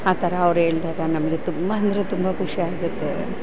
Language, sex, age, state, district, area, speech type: Kannada, female, 45-60, Karnataka, Bellary, urban, spontaneous